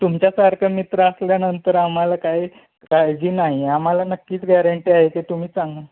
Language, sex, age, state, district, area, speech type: Marathi, male, 30-45, Maharashtra, Sangli, urban, conversation